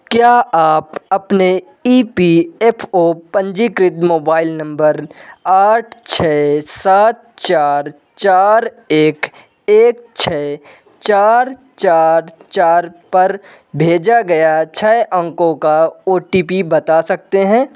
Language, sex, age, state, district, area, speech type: Hindi, male, 18-30, Madhya Pradesh, Jabalpur, urban, read